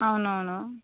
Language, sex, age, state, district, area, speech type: Telugu, female, 45-60, Andhra Pradesh, Kadapa, urban, conversation